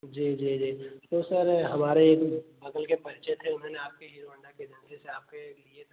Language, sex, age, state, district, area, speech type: Hindi, male, 18-30, Uttar Pradesh, Jaunpur, rural, conversation